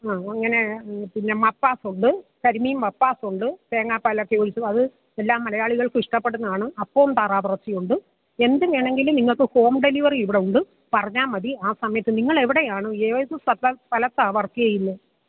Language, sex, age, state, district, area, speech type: Malayalam, female, 60+, Kerala, Alappuzha, rural, conversation